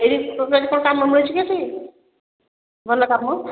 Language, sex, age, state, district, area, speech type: Odia, female, 45-60, Odisha, Angul, rural, conversation